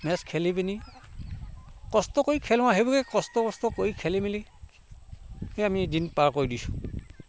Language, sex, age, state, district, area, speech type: Assamese, male, 45-60, Assam, Sivasagar, rural, spontaneous